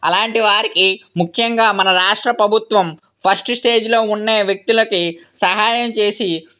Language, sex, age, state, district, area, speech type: Telugu, male, 18-30, Andhra Pradesh, Vizianagaram, urban, spontaneous